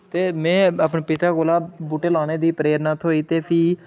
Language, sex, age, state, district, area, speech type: Dogri, male, 18-30, Jammu and Kashmir, Udhampur, rural, spontaneous